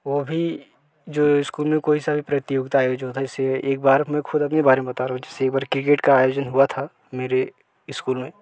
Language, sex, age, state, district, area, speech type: Hindi, male, 30-45, Uttar Pradesh, Jaunpur, rural, spontaneous